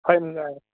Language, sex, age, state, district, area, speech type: Kashmiri, male, 18-30, Jammu and Kashmir, Budgam, rural, conversation